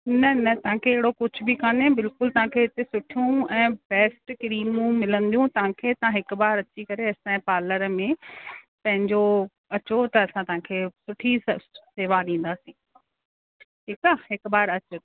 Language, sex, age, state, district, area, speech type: Sindhi, female, 30-45, Rajasthan, Ajmer, urban, conversation